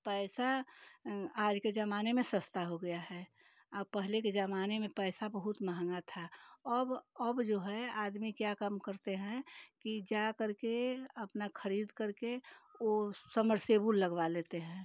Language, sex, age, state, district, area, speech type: Hindi, female, 60+, Uttar Pradesh, Ghazipur, rural, spontaneous